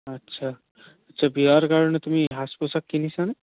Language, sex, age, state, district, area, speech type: Assamese, male, 18-30, Assam, Barpeta, rural, conversation